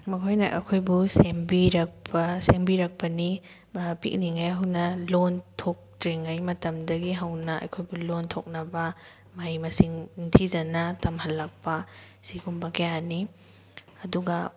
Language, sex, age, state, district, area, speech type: Manipuri, female, 18-30, Manipur, Thoubal, rural, spontaneous